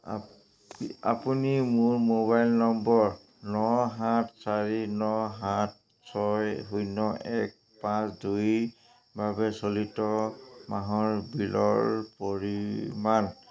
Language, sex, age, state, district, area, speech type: Assamese, male, 45-60, Assam, Dhemaji, rural, read